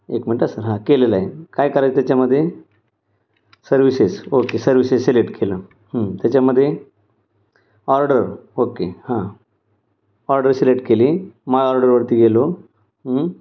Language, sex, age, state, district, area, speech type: Marathi, male, 30-45, Maharashtra, Pune, urban, spontaneous